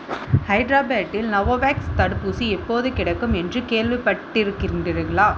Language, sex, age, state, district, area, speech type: Tamil, female, 30-45, Tamil Nadu, Vellore, urban, read